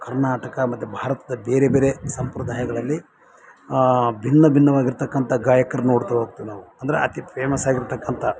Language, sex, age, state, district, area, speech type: Kannada, male, 30-45, Karnataka, Bellary, rural, spontaneous